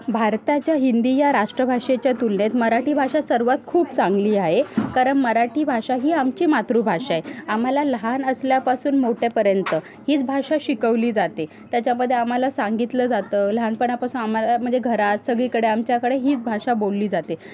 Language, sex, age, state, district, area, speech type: Marathi, female, 18-30, Maharashtra, Solapur, urban, spontaneous